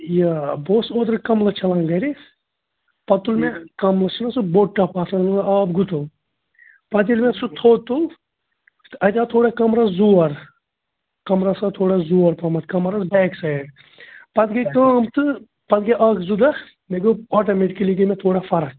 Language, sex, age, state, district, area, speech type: Kashmiri, female, 30-45, Jammu and Kashmir, Srinagar, urban, conversation